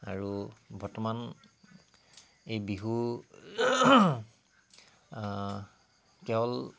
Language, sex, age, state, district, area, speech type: Assamese, male, 30-45, Assam, Tinsukia, urban, spontaneous